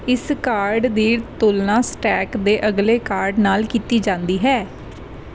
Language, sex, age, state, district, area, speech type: Punjabi, female, 30-45, Punjab, Mansa, urban, read